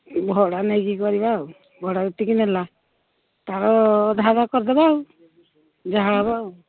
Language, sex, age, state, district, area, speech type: Odia, female, 60+, Odisha, Jharsuguda, rural, conversation